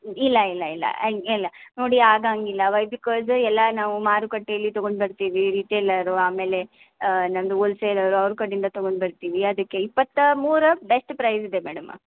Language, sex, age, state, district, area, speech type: Kannada, female, 18-30, Karnataka, Belgaum, rural, conversation